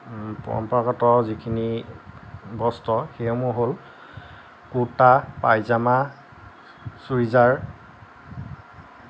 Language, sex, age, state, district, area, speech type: Assamese, male, 30-45, Assam, Lakhimpur, rural, spontaneous